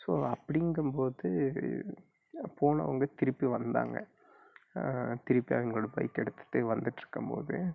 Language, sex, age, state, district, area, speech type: Tamil, male, 18-30, Tamil Nadu, Coimbatore, rural, spontaneous